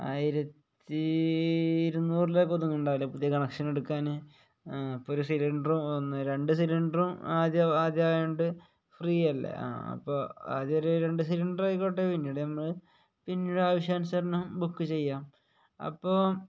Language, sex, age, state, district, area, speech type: Malayalam, male, 30-45, Kerala, Kozhikode, rural, spontaneous